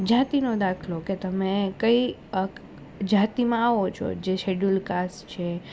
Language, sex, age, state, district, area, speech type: Gujarati, female, 18-30, Gujarat, Rajkot, urban, spontaneous